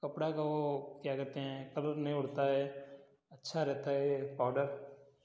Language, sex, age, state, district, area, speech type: Hindi, male, 30-45, Uttar Pradesh, Prayagraj, urban, spontaneous